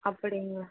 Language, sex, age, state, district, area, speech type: Tamil, female, 18-30, Tamil Nadu, Vellore, urban, conversation